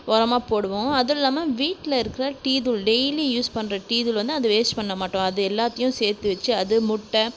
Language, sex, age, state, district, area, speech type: Tamil, female, 45-60, Tamil Nadu, Krishnagiri, rural, spontaneous